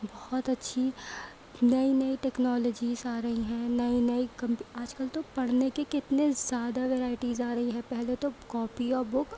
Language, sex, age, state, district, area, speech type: Urdu, female, 18-30, Delhi, Central Delhi, urban, spontaneous